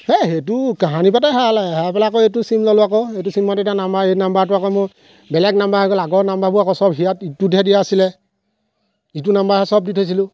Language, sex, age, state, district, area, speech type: Assamese, male, 30-45, Assam, Golaghat, urban, spontaneous